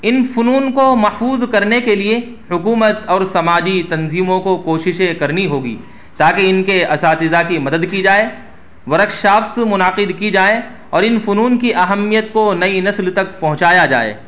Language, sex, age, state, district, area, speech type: Urdu, male, 30-45, Uttar Pradesh, Saharanpur, urban, spontaneous